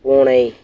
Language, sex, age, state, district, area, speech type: Tamil, male, 18-30, Tamil Nadu, Dharmapuri, rural, read